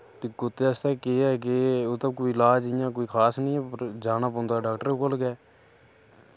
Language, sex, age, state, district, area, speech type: Dogri, male, 30-45, Jammu and Kashmir, Udhampur, rural, spontaneous